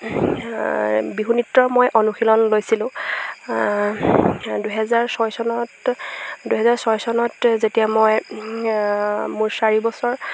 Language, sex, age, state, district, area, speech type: Assamese, female, 18-30, Assam, Lakhimpur, rural, spontaneous